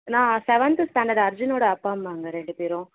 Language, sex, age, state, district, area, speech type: Tamil, female, 18-30, Tamil Nadu, Vellore, urban, conversation